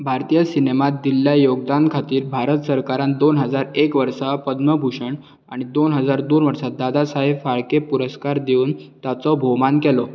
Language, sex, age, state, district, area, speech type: Goan Konkani, male, 18-30, Goa, Bardez, urban, read